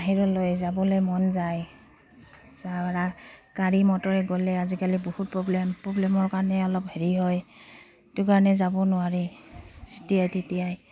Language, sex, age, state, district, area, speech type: Assamese, female, 30-45, Assam, Udalguri, rural, spontaneous